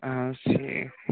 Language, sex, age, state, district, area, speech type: Kashmiri, male, 18-30, Jammu and Kashmir, Shopian, rural, conversation